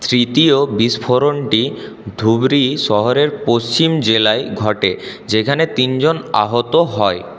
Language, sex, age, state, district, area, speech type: Bengali, male, 18-30, West Bengal, Purulia, urban, read